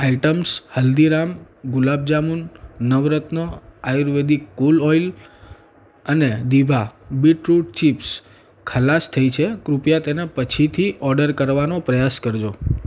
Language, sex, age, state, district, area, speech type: Gujarati, male, 18-30, Gujarat, Ahmedabad, urban, read